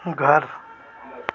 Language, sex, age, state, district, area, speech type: Hindi, male, 30-45, Madhya Pradesh, Seoni, urban, read